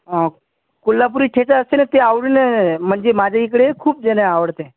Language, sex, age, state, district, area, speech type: Marathi, male, 30-45, Maharashtra, Washim, urban, conversation